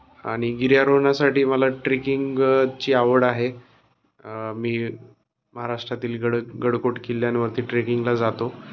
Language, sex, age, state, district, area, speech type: Marathi, male, 30-45, Maharashtra, Osmanabad, rural, spontaneous